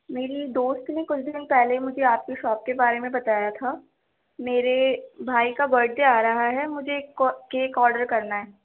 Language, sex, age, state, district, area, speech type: Urdu, female, 18-30, Delhi, East Delhi, urban, conversation